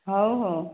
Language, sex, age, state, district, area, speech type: Odia, female, 30-45, Odisha, Koraput, urban, conversation